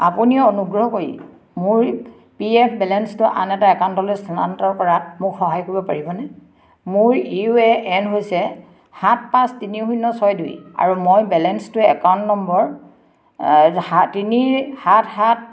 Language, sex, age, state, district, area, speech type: Assamese, female, 60+, Assam, Dhemaji, rural, read